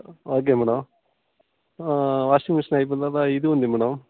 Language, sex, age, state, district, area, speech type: Telugu, male, 30-45, Andhra Pradesh, Sri Balaji, urban, conversation